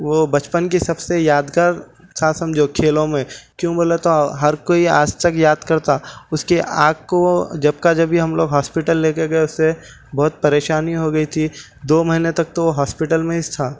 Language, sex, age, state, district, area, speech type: Urdu, male, 18-30, Telangana, Hyderabad, urban, spontaneous